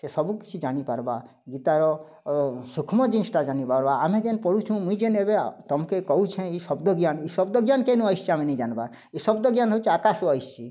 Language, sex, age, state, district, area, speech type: Odia, male, 45-60, Odisha, Kalahandi, rural, spontaneous